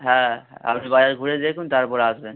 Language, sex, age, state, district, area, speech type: Bengali, male, 18-30, West Bengal, Howrah, urban, conversation